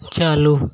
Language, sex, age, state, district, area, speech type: Santali, male, 30-45, Jharkhand, Seraikela Kharsawan, rural, read